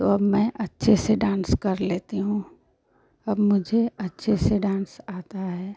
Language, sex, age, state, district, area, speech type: Hindi, female, 30-45, Uttar Pradesh, Ghazipur, urban, spontaneous